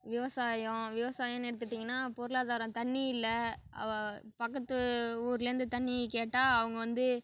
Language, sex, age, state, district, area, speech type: Tamil, male, 18-30, Tamil Nadu, Cuddalore, rural, spontaneous